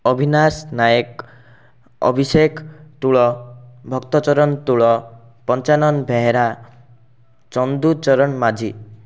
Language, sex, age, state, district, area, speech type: Odia, male, 18-30, Odisha, Rayagada, urban, spontaneous